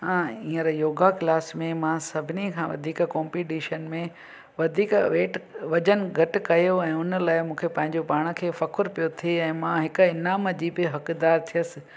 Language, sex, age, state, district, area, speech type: Sindhi, female, 45-60, Gujarat, Junagadh, rural, spontaneous